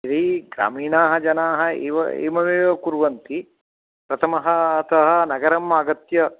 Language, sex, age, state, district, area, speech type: Sanskrit, male, 60+, Karnataka, Uttara Kannada, urban, conversation